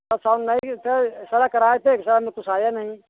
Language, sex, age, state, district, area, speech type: Hindi, male, 60+, Uttar Pradesh, Mirzapur, urban, conversation